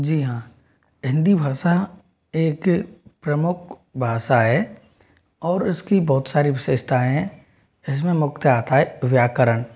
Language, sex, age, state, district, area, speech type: Hindi, male, 45-60, Rajasthan, Jaipur, urban, spontaneous